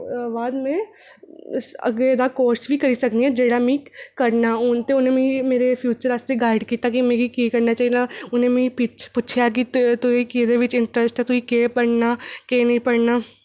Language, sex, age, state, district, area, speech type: Dogri, female, 18-30, Jammu and Kashmir, Reasi, urban, spontaneous